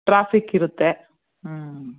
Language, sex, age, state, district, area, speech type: Kannada, female, 45-60, Karnataka, Mandya, rural, conversation